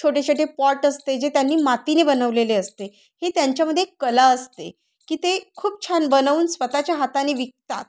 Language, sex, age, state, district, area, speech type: Marathi, female, 30-45, Maharashtra, Thane, urban, spontaneous